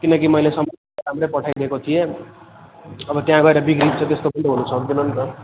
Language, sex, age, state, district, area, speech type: Nepali, male, 18-30, West Bengal, Jalpaiguri, rural, conversation